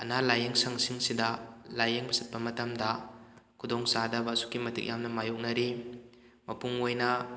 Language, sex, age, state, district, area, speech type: Manipuri, male, 18-30, Manipur, Kakching, rural, spontaneous